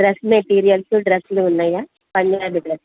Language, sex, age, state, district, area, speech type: Telugu, female, 60+, Andhra Pradesh, Guntur, urban, conversation